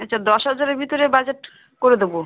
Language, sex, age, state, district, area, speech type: Bengali, female, 30-45, West Bengal, Birbhum, urban, conversation